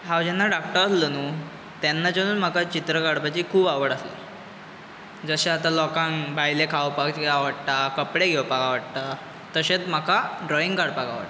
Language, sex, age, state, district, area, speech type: Goan Konkani, male, 18-30, Goa, Bardez, urban, spontaneous